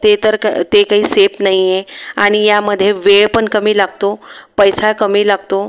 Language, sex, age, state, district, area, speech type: Marathi, female, 30-45, Maharashtra, Buldhana, rural, spontaneous